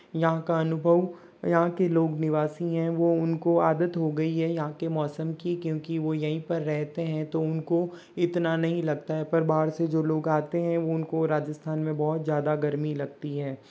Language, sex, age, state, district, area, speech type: Hindi, male, 60+, Rajasthan, Jodhpur, rural, spontaneous